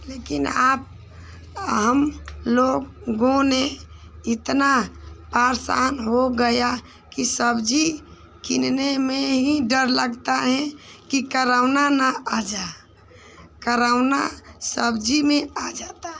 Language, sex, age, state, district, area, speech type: Hindi, female, 45-60, Uttar Pradesh, Ghazipur, rural, spontaneous